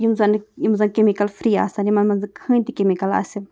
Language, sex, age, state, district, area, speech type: Kashmiri, female, 18-30, Jammu and Kashmir, Ganderbal, rural, spontaneous